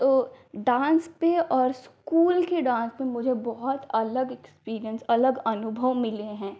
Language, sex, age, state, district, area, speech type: Hindi, female, 18-30, Uttar Pradesh, Ghazipur, urban, spontaneous